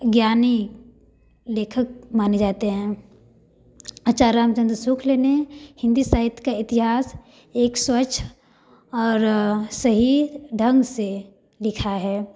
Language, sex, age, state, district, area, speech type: Hindi, female, 18-30, Uttar Pradesh, Varanasi, rural, spontaneous